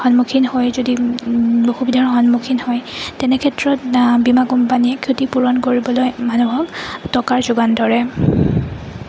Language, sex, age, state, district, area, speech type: Assamese, female, 30-45, Assam, Goalpara, urban, spontaneous